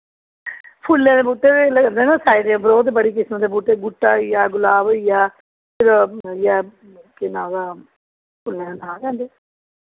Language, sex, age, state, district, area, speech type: Dogri, female, 45-60, Jammu and Kashmir, Jammu, urban, conversation